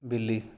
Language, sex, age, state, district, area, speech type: Punjabi, male, 45-60, Punjab, Fatehgarh Sahib, urban, read